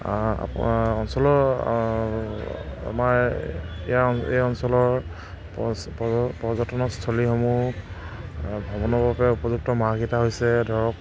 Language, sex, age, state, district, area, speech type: Assamese, male, 30-45, Assam, Charaideo, rural, spontaneous